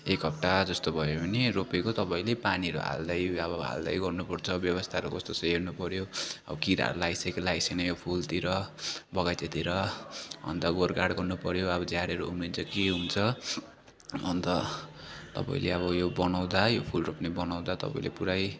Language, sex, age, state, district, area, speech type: Nepali, male, 30-45, West Bengal, Darjeeling, rural, spontaneous